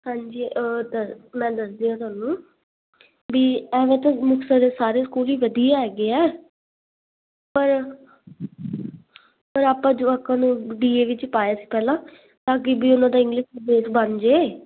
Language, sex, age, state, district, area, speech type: Punjabi, female, 18-30, Punjab, Muktsar, urban, conversation